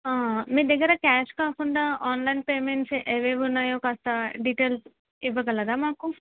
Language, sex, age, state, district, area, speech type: Telugu, female, 18-30, Andhra Pradesh, Kurnool, urban, conversation